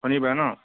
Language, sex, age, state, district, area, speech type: Assamese, male, 45-60, Assam, Charaideo, rural, conversation